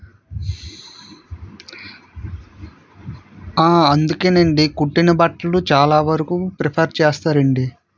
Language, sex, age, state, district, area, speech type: Telugu, male, 30-45, Andhra Pradesh, Vizianagaram, rural, spontaneous